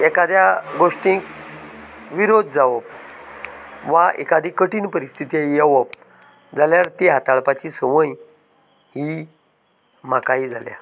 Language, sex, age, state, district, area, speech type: Goan Konkani, male, 45-60, Goa, Canacona, rural, spontaneous